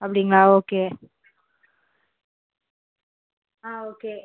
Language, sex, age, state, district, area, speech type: Tamil, female, 30-45, Tamil Nadu, Perambalur, rural, conversation